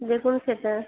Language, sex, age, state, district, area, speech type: Bengali, female, 30-45, West Bengal, Birbhum, urban, conversation